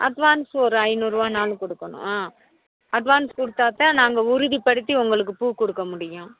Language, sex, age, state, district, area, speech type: Tamil, female, 60+, Tamil Nadu, Theni, rural, conversation